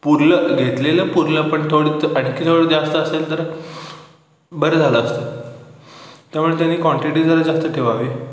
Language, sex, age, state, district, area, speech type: Marathi, male, 18-30, Maharashtra, Sangli, rural, spontaneous